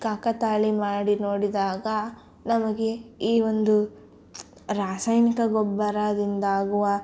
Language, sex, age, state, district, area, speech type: Kannada, female, 18-30, Karnataka, Koppal, rural, spontaneous